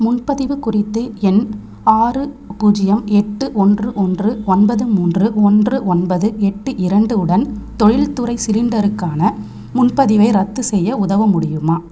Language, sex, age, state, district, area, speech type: Tamil, female, 18-30, Tamil Nadu, Vellore, urban, read